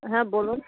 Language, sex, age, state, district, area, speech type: Bengali, female, 30-45, West Bengal, Dakshin Dinajpur, urban, conversation